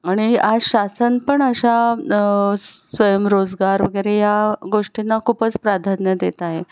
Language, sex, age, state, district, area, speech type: Marathi, female, 45-60, Maharashtra, Pune, urban, spontaneous